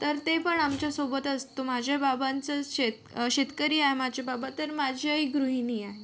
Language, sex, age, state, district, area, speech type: Marathi, female, 30-45, Maharashtra, Yavatmal, rural, spontaneous